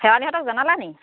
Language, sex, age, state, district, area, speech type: Assamese, female, 30-45, Assam, Sivasagar, rural, conversation